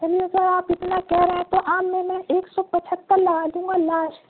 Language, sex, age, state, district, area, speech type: Urdu, male, 30-45, Uttar Pradesh, Gautam Buddha Nagar, rural, conversation